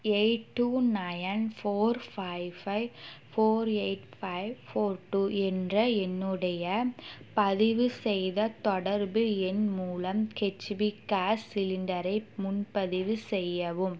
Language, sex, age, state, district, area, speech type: Tamil, female, 18-30, Tamil Nadu, Tiruppur, rural, read